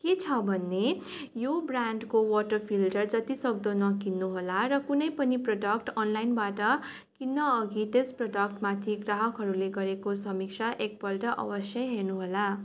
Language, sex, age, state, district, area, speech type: Nepali, female, 18-30, West Bengal, Darjeeling, rural, spontaneous